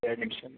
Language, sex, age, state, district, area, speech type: Kannada, male, 30-45, Karnataka, Gadag, urban, conversation